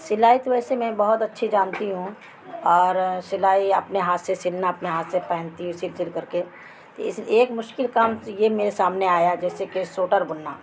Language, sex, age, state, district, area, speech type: Urdu, female, 45-60, Bihar, Araria, rural, spontaneous